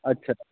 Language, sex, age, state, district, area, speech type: Maithili, male, 45-60, Bihar, Saharsa, urban, conversation